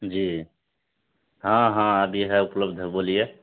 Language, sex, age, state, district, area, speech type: Urdu, male, 30-45, Bihar, Supaul, rural, conversation